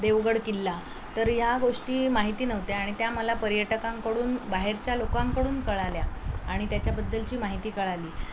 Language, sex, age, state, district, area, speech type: Marathi, female, 45-60, Maharashtra, Thane, rural, spontaneous